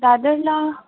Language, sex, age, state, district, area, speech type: Marathi, female, 18-30, Maharashtra, Solapur, urban, conversation